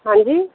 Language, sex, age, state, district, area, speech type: Punjabi, female, 30-45, Punjab, Gurdaspur, urban, conversation